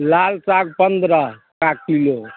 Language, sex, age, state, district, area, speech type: Hindi, male, 60+, Bihar, Darbhanga, urban, conversation